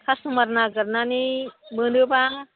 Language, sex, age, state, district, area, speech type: Bodo, female, 45-60, Assam, Udalguri, rural, conversation